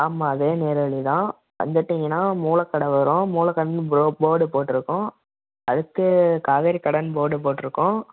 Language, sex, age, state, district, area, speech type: Tamil, male, 18-30, Tamil Nadu, Salem, rural, conversation